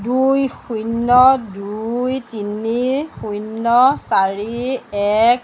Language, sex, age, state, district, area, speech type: Assamese, female, 30-45, Assam, Jorhat, urban, read